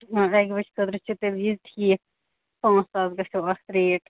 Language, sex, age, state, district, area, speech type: Kashmiri, female, 18-30, Jammu and Kashmir, Ganderbal, rural, conversation